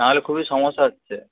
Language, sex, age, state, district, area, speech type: Bengali, male, 18-30, West Bengal, Nadia, rural, conversation